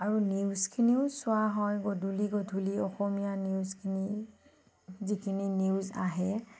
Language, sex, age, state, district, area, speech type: Assamese, female, 30-45, Assam, Nagaon, rural, spontaneous